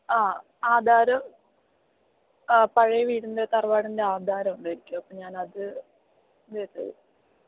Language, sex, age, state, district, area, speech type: Malayalam, female, 18-30, Kerala, Thrissur, rural, conversation